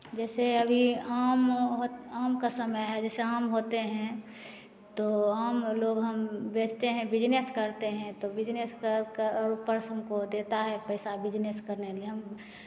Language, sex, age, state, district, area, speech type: Hindi, female, 45-60, Bihar, Begusarai, urban, spontaneous